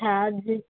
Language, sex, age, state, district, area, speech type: Urdu, female, 18-30, Delhi, New Delhi, urban, conversation